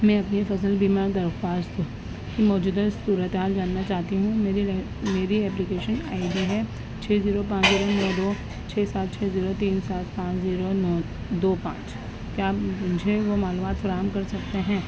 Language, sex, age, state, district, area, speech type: Urdu, female, 18-30, Delhi, East Delhi, urban, read